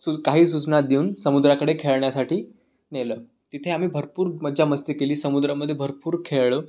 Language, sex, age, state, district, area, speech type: Marathi, male, 18-30, Maharashtra, Raigad, rural, spontaneous